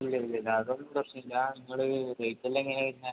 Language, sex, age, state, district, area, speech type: Malayalam, male, 18-30, Kerala, Kozhikode, urban, conversation